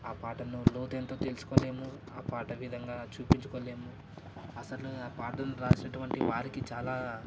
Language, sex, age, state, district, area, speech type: Telugu, male, 30-45, Andhra Pradesh, Kadapa, rural, spontaneous